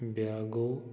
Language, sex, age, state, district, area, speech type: Kashmiri, male, 30-45, Jammu and Kashmir, Pulwama, rural, spontaneous